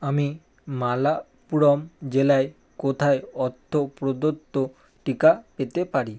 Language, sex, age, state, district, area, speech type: Bengali, male, 18-30, West Bengal, Kolkata, urban, read